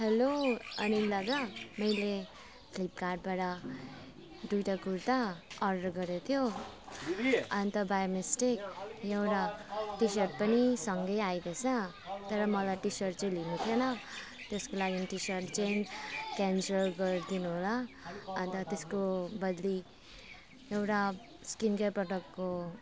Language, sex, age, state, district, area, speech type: Nepali, female, 30-45, West Bengal, Alipurduar, urban, spontaneous